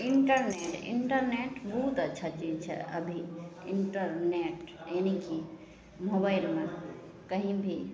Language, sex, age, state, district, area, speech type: Maithili, female, 18-30, Bihar, Araria, rural, spontaneous